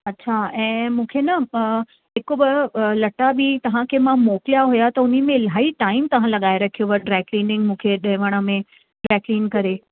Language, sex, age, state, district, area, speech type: Sindhi, female, 30-45, Uttar Pradesh, Lucknow, urban, conversation